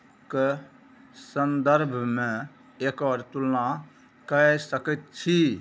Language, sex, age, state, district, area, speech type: Maithili, male, 60+, Bihar, Araria, rural, read